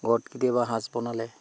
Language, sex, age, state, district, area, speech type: Assamese, male, 45-60, Assam, Sivasagar, rural, spontaneous